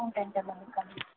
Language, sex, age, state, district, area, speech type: Kannada, female, 18-30, Karnataka, Shimoga, rural, conversation